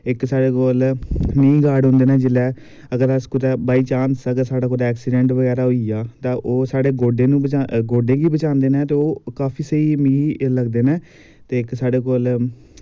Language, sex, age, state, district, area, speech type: Dogri, male, 18-30, Jammu and Kashmir, Samba, urban, spontaneous